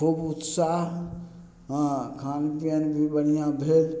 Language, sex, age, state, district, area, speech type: Maithili, male, 45-60, Bihar, Samastipur, rural, spontaneous